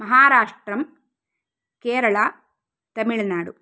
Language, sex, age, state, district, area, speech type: Sanskrit, female, 30-45, Karnataka, Uttara Kannada, urban, spontaneous